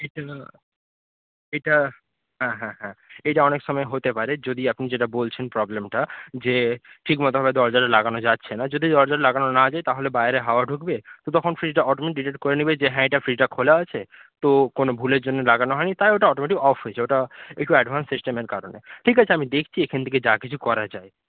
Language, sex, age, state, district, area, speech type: Bengali, male, 18-30, West Bengal, Paschim Medinipur, rural, conversation